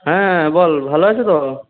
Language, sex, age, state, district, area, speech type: Bengali, male, 60+, West Bengal, Nadia, rural, conversation